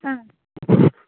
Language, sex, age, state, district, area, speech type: Malayalam, female, 18-30, Kerala, Alappuzha, rural, conversation